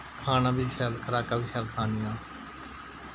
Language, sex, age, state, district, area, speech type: Dogri, male, 45-60, Jammu and Kashmir, Jammu, rural, spontaneous